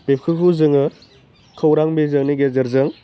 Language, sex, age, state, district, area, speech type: Bodo, male, 18-30, Assam, Baksa, rural, spontaneous